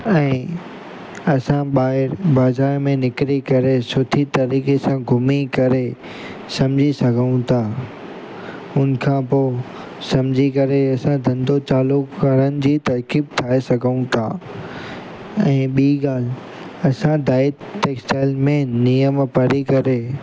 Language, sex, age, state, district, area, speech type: Sindhi, male, 18-30, Gujarat, Surat, urban, spontaneous